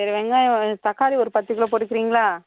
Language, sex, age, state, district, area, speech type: Tamil, female, 18-30, Tamil Nadu, Kallakurichi, rural, conversation